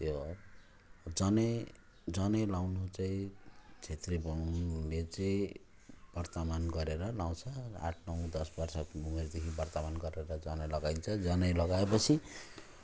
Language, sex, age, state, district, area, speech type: Nepali, male, 45-60, West Bengal, Jalpaiguri, rural, spontaneous